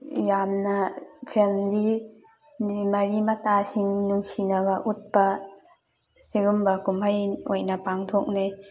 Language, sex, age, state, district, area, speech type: Manipuri, female, 18-30, Manipur, Thoubal, rural, spontaneous